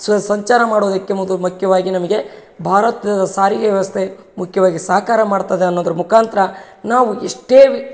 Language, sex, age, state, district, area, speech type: Kannada, male, 30-45, Karnataka, Bellary, rural, spontaneous